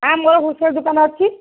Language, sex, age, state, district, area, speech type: Odia, female, 60+, Odisha, Gajapati, rural, conversation